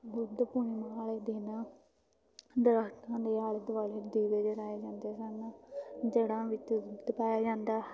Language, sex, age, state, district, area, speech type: Punjabi, female, 18-30, Punjab, Fatehgarh Sahib, rural, spontaneous